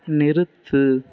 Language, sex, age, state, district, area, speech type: Tamil, male, 18-30, Tamil Nadu, Ariyalur, rural, read